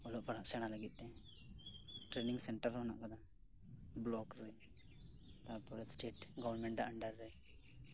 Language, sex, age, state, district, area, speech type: Santali, male, 18-30, West Bengal, Birbhum, rural, spontaneous